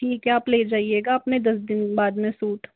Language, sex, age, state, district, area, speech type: Hindi, female, 45-60, Rajasthan, Jaipur, urban, conversation